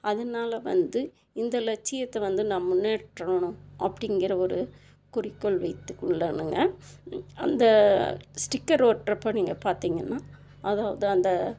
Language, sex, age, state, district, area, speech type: Tamil, female, 45-60, Tamil Nadu, Tiruppur, rural, spontaneous